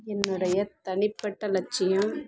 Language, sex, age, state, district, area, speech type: Tamil, female, 30-45, Tamil Nadu, Dharmapuri, rural, spontaneous